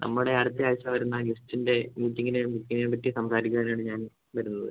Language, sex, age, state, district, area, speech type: Malayalam, male, 18-30, Kerala, Idukki, urban, conversation